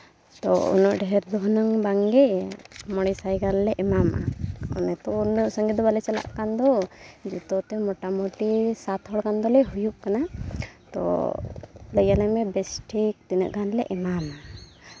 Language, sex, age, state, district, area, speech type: Santali, female, 30-45, Jharkhand, Seraikela Kharsawan, rural, spontaneous